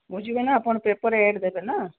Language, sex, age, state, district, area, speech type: Odia, female, 60+, Odisha, Gajapati, rural, conversation